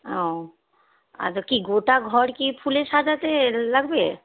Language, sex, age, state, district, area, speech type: Bengali, female, 45-60, West Bengal, Hooghly, rural, conversation